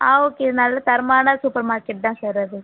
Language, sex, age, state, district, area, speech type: Tamil, female, 45-60, Tamil Nadu, Cuddalore, rural, conversation